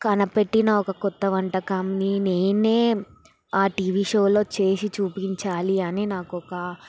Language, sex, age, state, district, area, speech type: Telugu, female, 18-30, Telangana, Sangareddy, urban, spontaneous